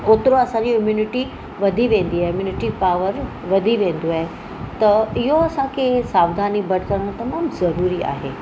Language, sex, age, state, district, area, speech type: Sindhi, female, 45-60, Maharashtra, Mumbai Suburban, urban, spontaneous